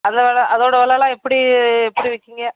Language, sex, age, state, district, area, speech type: Tamil, female, 30-45, Tamil Nadu, Thoothukudi, urban, conversation